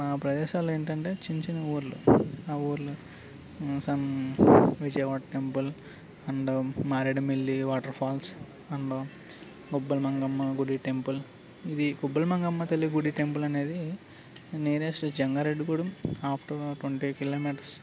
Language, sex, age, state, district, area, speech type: Telugu, male, 30-45, Andhra Pradesh, Alluri Sitarama Raju, rural, spontaneous